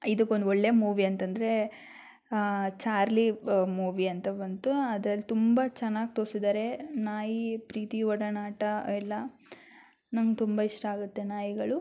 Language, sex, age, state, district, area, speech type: Kannada, female, 18-30, Karnataka, Tumkur, urban, spontaneous